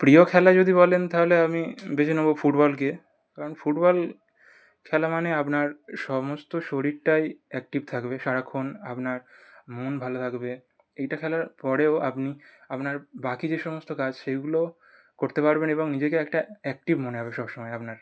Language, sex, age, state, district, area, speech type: Bengali, male, 18-30, West Bengal, North 24 Parganas, urban, spontaneous